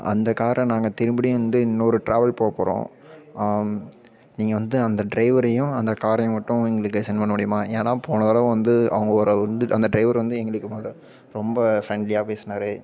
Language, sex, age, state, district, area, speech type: Tamil, male, 18-30, Tamil Nadu, Karur, rural, spontaneous